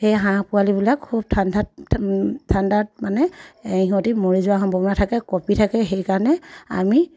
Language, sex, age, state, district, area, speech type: Assamese, female, 30-45, Assam, Sivasagar, rural, spontaneous